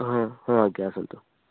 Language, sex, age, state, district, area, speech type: Odia, male, 18-30, Odisha, Malkangiri, urban, conversation